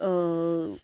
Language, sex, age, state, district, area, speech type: Assamese, female, 30-45, Assam, Goalpara, urban, spontaneous